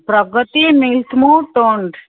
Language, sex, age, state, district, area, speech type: Odia, female, 30-45, Odisha, Kendujhar, urban, conversation